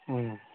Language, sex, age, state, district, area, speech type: Manipuri, male, 45-60, Manipur, Churachandpur, rural, conversation